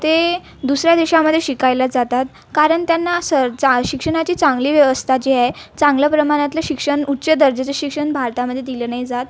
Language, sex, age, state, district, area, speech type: Marathi, female, 18-30, Maharashtra, Nagpur, urban, spontaneous